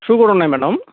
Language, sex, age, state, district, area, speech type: Telugu, male, 30-45, Andhra Pradesh, Nellore, rural, conversation